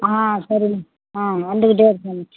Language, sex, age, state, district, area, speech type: Tamil, female, 60+, Tamil Nadu, Pudukkottai, rural, conversation